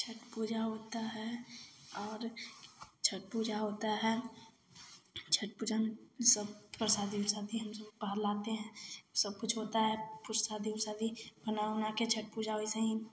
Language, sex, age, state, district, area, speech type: Hindi, female, 18-30, Bihar, Samastipur, rural, spontaneous